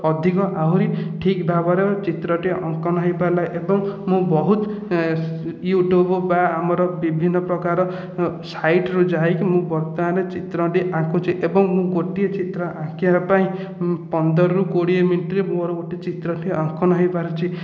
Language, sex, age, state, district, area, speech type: Odia, male, 30-45, Odisha, Khordha, rural, spontaneous